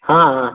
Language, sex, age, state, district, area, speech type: Hindi, male, 18-30, Madhya Pradesh, Gwalior, rural, conversation